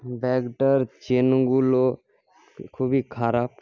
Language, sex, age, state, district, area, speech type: Bengali, male, 18-30, West Bengal, Paschim Medinipur, rural, spontaneous